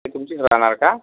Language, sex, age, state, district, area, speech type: Marathi, male, 60+, Maharashtra, Yavatmal, urban, conversation